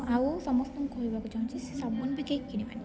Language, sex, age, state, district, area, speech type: Odia, female, 18-30, Odisha, Rayagada, rural, spontaneous